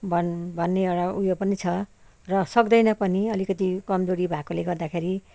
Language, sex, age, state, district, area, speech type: Nepali, female, 60+, West Bengal, Kalimpong, rural, spontaneous